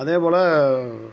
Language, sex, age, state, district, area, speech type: Tamil, male, 60+, Tamil Nadu, Tiruvannamalai, rural, spontaneous